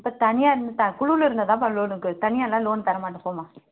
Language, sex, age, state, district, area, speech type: Tamil, female, 30-45, Tamil Nadu, Tirupattur, rural, conversation